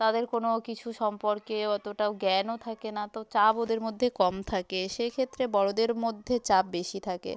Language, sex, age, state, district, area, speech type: Bengali, female, 18-30, West Bengal, South 24 Parganas, rural, spontaneous